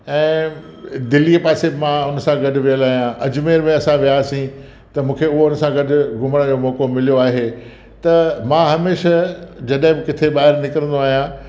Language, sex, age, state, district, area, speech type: Sindhi, male, 60+, Gujarat, Kutch, urban, spontaneous